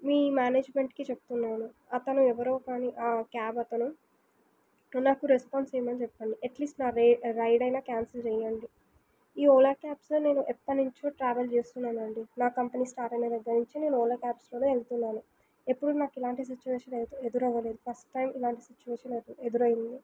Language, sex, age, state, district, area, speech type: Telugu, female, 18-30, Telangana, Mancherial, rural, spontaneous